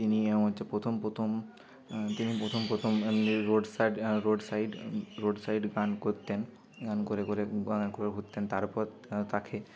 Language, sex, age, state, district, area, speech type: Bengali, male, 30-45, West Bengal, Bankura, urban, spontaneous